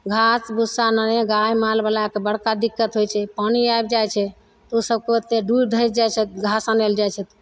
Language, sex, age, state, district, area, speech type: Maithili, female, 60+, Bihar, Begusarai, rural, spontaneous